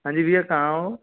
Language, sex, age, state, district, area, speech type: Hindi, male, 18-30, Rajasthan, Karauli, rural, conversation